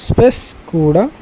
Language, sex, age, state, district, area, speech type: Telugu, male, 18-30, Andhra Pradesh, Nandyal, urban, spontaneous